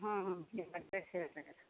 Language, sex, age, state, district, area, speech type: Kannada, female, 60+, Karnataka, Gadag, rural, conversation